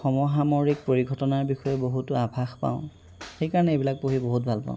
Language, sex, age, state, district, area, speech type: Assamese, male, 30-45, Assam, Golaghat, urban, spontaneous